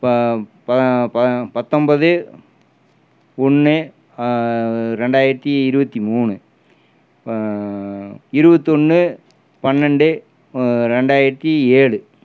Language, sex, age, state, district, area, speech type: Tamil, male, 60+, Tamil Nadu, Erode, urban, spontaneous